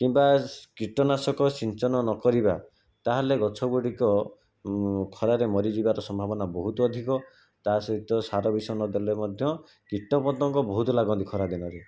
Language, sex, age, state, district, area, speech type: Odia, male, 45-60, Odisha, Jajpur, rural, spontaneous